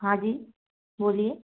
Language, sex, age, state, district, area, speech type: Hindi, female, 30-45, Madhya Pradesh, Gwalior, urban, conversation